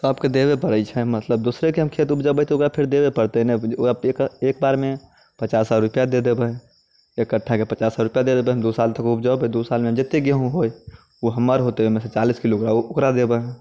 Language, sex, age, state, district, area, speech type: Maithili, male, 30-45, Bihar, Muzaffarpur, rural, spontaneous